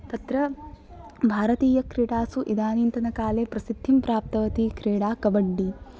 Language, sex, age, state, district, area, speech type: Sanskrit, female, 18-30, Maharashtra, Thane, urban, spontaneous